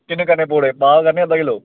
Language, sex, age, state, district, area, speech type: Dogri, male, 30-45, Jammu and Kashmir, Samba, urban, conversation